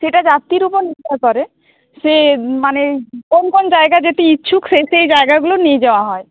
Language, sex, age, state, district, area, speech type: Bengali, female, 18-30, West Bengal, Uttar Dinajpur, rural, conversation